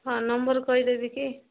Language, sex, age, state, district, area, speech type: Odia, female, 18-30, Odisha, Nabarangpur, urban, conversation